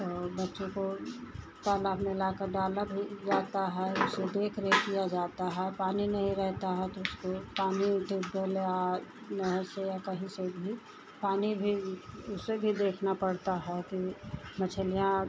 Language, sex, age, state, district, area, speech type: Hindi, female, 60+, Uttar Pradesh, Lucknow, rural, spontaneous